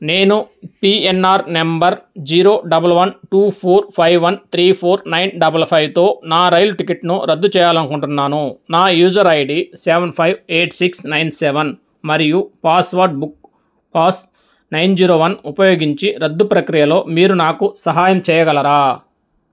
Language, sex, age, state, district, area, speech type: Telugu, male, 30-45, Andhra Pradesh, Nellore, urban, read